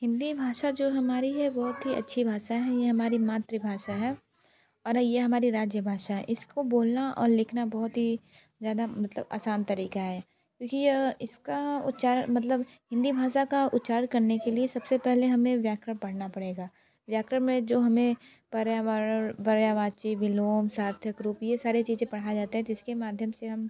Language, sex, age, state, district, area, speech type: Hindi, female, 18-30, Uttar Pradesh, Sonbhadra, rural, spontaneous